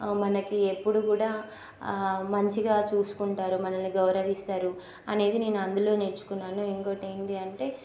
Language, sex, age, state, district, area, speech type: Telugu, female, 18-30, Telangana, Nagarkurnool, rural, spontaneous